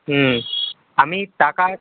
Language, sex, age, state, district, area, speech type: Bengali, male, 18-30, West Bengal, North 24 Parganas, rural, conversation